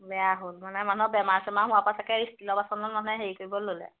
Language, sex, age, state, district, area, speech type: Assamese, female, 30-45, Assam, Jorhat, urban, conversation